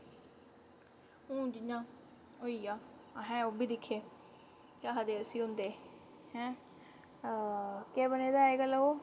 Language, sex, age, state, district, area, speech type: Dogri, female, 30-45, Jammu and Kashmir, Samba, rural, spontaneous